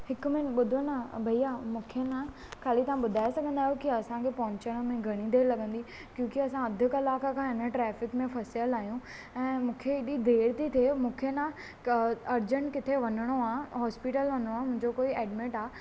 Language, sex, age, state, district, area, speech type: Sindhi, female, 18-30, Maharashtra, Thane, urban, spontaneous